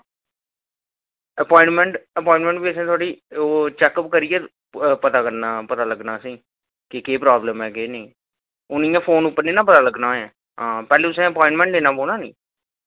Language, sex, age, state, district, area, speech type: Dogri, male, 30-45, Jammu and Kashmir, Udhampur, urban, conversation